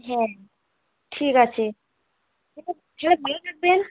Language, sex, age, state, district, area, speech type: Bengali, female, 45-60, West Bengal, Purba Bardhaman, rural, conversation